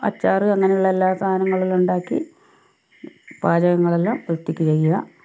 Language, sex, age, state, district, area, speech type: Malayalam, female, 60+, Kerala, Wayanad, rural, spontaneous